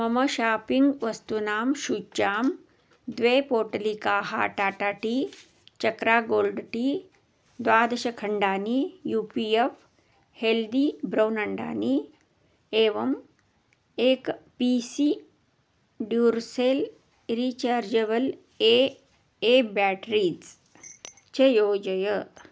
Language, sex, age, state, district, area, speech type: Sanskrit, female, 45-60, Karnataka, Belgaum, urban, read